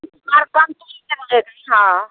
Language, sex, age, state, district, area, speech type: Hindi, female, 60+, Bihar, Muzaffarpur, rural, conversation